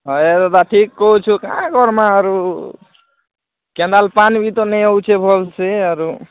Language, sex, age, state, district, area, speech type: Odia, male, 18-30, Odisha, Kalahandi, rural, conversation